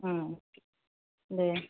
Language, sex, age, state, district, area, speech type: Assamese, female, 45-60, Assam, Goalpara, urban, conversation